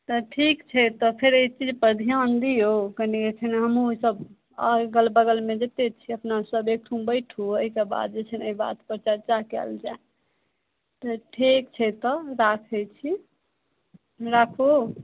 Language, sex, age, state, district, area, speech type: Maithili, female, 30-45, Bihar, Madhubani, rural, conversation